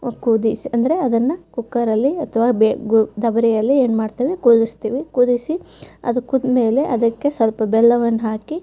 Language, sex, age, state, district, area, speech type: Kannada, female, 30-45, Karnataka, Gadag, rural, spontaneous